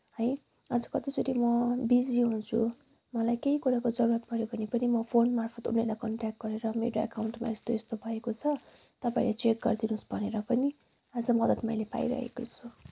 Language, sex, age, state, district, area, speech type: Nepali, female, 18-30, West Bengal, Kalimpong, rural, spontaneous